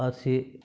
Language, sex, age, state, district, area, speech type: Tamil, male, 30-45, Tamil Nadu, Krishnagiri, rural, spontaneous